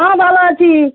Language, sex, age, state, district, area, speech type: Bengali, female, 45-60, West Bengal, Uttar Dinajpur, urban, conversation